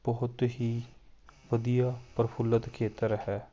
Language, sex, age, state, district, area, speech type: Punjabi, male, 30-45, Punjab, Fatehgarh Sahib, rural, spontaneous